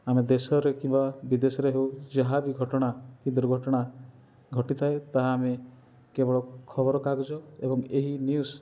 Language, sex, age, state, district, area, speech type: Odia, male, 30-45, Odisha, Rayagada, rural, spontaneous